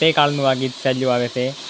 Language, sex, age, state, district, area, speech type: Gujarati, male, 18-30, Gujarat, Anand, rural, spontaneous